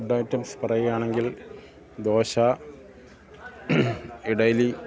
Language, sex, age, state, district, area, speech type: Malayalam, male, 45-60, Kerala, Kottayam, rural, spontaneous